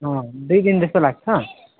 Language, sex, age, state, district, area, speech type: Nepali, male, 18-30, West Bengal, Alipurduar, rural, conversation